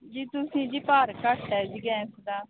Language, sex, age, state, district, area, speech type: Punjabi, female, 18-30, Punjab, Muktsar, urban, conversation